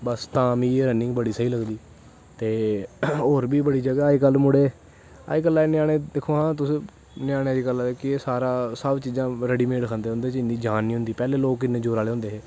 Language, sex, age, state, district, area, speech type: Dogri, male, 18-30, Jammu and Kashmir, Kathua, rural, spontaneous